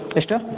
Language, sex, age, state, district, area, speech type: Kannada, male, 18-30, Karnataka, Uttara Kannada, rural, conversation